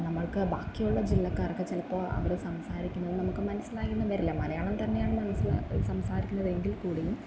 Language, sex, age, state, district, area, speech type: Malayalam, female, 18-30, Kerala, Wayanad, rural, spontaneous